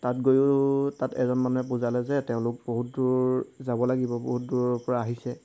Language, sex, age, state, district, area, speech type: Assamese, male, 18-30, Assam, Golaghat, rural, spontaneous